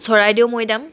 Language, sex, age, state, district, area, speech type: Assamese, female, 18-30, Assam, Charaideo, urban, spontaneous